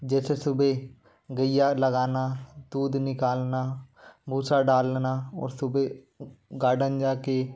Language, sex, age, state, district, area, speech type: Hindi, male, 18-30, Madhya Pradesh, Bhopal, urban, spontaneous